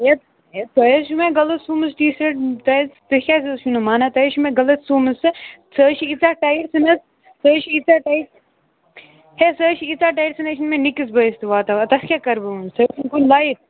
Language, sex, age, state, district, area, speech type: Kashmiri, male, 18-30, Jammu and Kashmir, Kupwara, rural, conversation